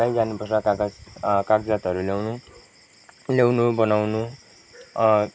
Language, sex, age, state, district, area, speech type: Nepali, male, 30-45, West Bengal, Kalimpong, rural, spontaneous